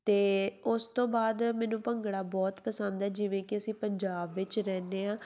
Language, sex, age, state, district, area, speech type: Punjabi, female, 18-30, Punjab, Tarn Taran, rural, spontaneous